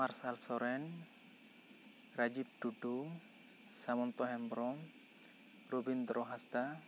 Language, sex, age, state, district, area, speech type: Santali, male, 18-30, West Bengal, Bankura, rural, spontaneous